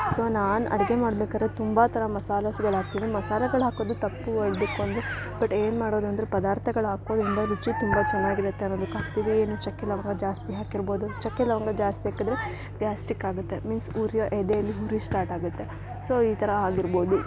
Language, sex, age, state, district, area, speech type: Kannada, female, 18-30, Karnataka, Chikkamagaluru, rural, spontaneous